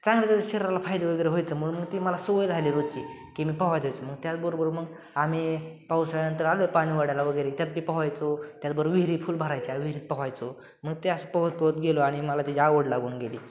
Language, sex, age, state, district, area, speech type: Marathi, male, 18-30, Maharashtra, Satara, urban, spontaneous